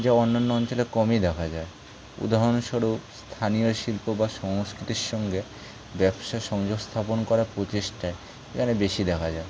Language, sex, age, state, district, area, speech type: Bengali, male, 18-30, West Bengal, Kolkata, urban, spontaneous